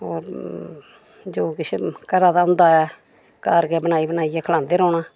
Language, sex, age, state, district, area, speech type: Dogri, female, 60+, Jammu and Kashmir, Samba, rural, spontaneous